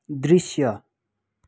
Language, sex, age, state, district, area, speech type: Nepali, male, 30-45, West Bengal, Kalimpong, rural, read